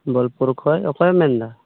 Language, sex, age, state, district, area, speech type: Santali, male, 18-30, West Bengal, Birbhum, rural, conversation